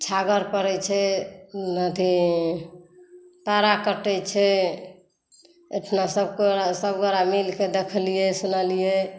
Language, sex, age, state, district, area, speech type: Maithili, female, 60+, Bihar, Saharsa, rural, spontaneous